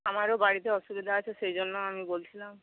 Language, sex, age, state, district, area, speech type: Bengali, female, 45-60, West Bengal, Bankura, rural, conversation